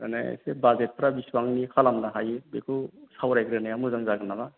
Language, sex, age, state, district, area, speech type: Bodo, male, 45-60, Assam, Chirang, urban, conversation